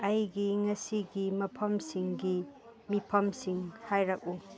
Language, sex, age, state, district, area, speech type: Manipuri, female, 45-60, Manipur, Chandel, rural, read